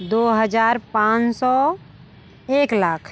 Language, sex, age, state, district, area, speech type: Hindi, female, 45-60, Uttar Pradesh, Mirzapur, rural, spontaneous